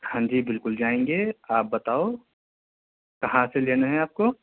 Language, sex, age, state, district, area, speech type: Urdu, male, 30-45, Delhi, Central Delhi, urban, conversation